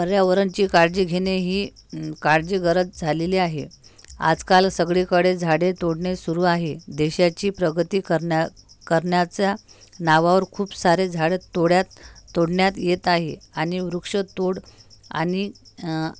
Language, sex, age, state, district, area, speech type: Marathi, female, 30-45, Maharashtra, Amravati, urban, spontaneous